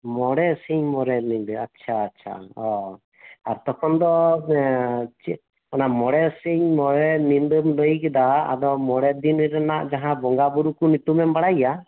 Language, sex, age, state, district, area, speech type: Santali, male, 45-60, West Bengal, Birbhum, rural, conversation